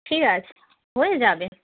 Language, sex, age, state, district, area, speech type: Bengali, female, 30-45, West Bengal, Darjeeling, rural, conversation